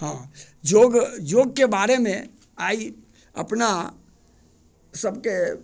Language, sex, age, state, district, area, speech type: Maithili, male, 60+, Bihar, Muzaffarpur, rural, spontaneous